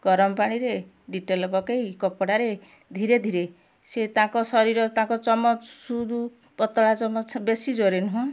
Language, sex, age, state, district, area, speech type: Odia, female, 45-60, Odisha, Kendujhar, urban, spontaneous